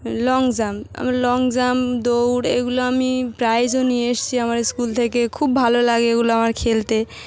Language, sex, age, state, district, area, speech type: Bengali, female, 30-45, West Bengal, Dakshin Dinajpur, urban, spontaneous